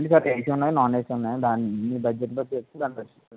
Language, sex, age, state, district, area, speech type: Telugu, male, 30-45, Andhra Pradesh, Kakinada, urban, conversation